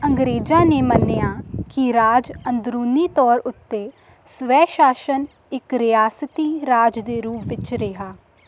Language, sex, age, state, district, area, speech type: Punjabi, female, 18-30, Punjab, Hoshiarpur, rural, read